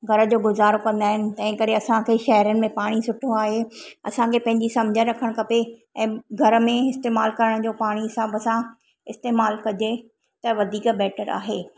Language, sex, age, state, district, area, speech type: Sindhi, female, 45-60, Maharashtra, Thane, urban, spontaneous